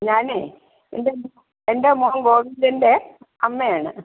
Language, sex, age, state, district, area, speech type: Malayalam, female, 60+, Kerala, Thiruvananthapuram, urban, conversation